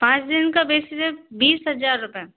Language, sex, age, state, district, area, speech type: Hindi, female, 30-45, Madhya Pradesh, Gwalior, rural, conversation